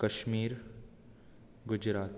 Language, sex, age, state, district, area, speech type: Goan Konkani, male, 18-30, Goa, Bardez, urban, spontaneous